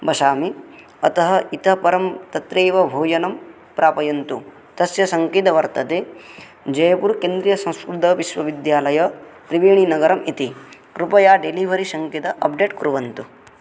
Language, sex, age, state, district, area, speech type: Sanskrit, male, 18-30, Odisha, Bargarh, rural, spontaneous